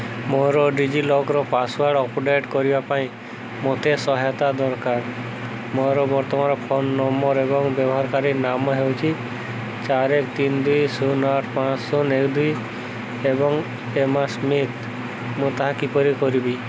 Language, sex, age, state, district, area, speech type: Odia, male, 18-30, Odisha, Subarnapur, urban, read